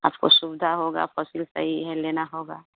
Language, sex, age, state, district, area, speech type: Hindi, female, 30-45, Bihar, Vaishali, rural, conversation